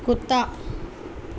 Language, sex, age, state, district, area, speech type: Urdu, female, 30-45, Telangana, Hyderabad, urban, read